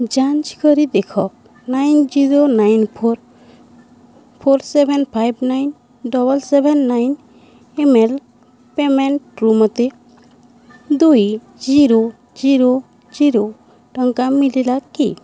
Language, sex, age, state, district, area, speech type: Odia, female, 45-60, Odisha, Balangir, urban, read